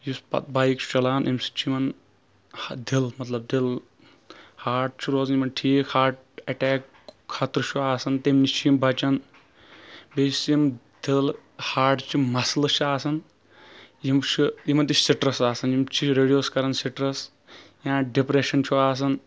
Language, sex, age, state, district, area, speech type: Kashmiri, male, 18-30, Jammu and Kashmir, Kulgam, rural, spontaneous